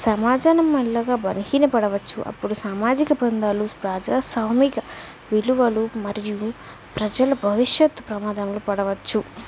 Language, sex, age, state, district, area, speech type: Telugu, female, 18-30, Telangana, Warangal, rural, spontaneous